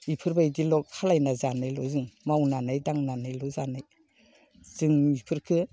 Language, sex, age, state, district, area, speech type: Bodo, female, 60+, Assam, Baksa, urban, spontaneous